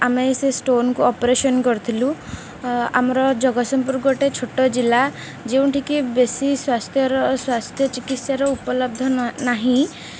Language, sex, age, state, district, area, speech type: Odia, female, 18-30, Odisha, Jagatsinghpur, urban, spontaneous